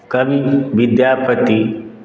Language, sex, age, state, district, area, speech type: Maithili, male, 60+, Bihar, Madhubani, rural, spontaneous